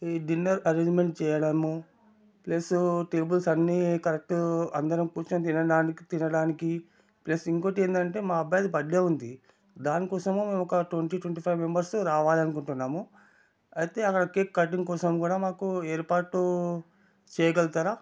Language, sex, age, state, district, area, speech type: Telugu, male, 45-60, Telangana, Ranga Reddy, rural, spontaneous